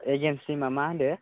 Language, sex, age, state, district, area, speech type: Bodo, male, 18-30, Assam, Baksa, rural, conversation